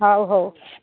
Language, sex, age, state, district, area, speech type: Odia, female, 60+, Odisha, Bhadrak, rural, conversation